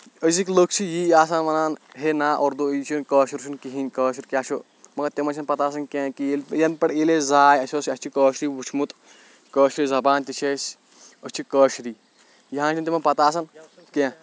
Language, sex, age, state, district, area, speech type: Kashmiri, male, 18-30, Jammu and Kashmir, Shopian, rural, spontaneous